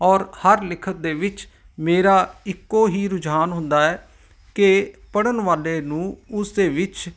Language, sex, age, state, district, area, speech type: Punjabi, male, 45-60, Punjab, Ludhiana, urban, spontaneous